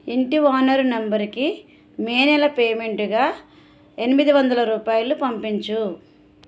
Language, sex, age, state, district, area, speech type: Telugu, female, 45-60, Andhra Pradesh, Eluru, rural, read